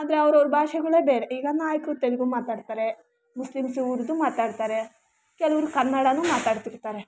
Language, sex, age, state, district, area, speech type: Kannada, female, 18-30, Karnataka, Chitradurga, rural, spontaneous